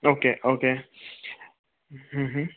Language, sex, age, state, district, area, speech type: Gujarati, male, 30-45, Gujarat, Surat, urban, conversation